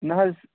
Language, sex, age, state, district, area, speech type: Kashmiri, male, 18-30, Jammu and Kashmir, Kulgam, urban, conversation